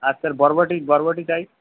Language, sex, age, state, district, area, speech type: Bengali, male, 45-60, West Bengal, Purba Medinipur, rural, conversation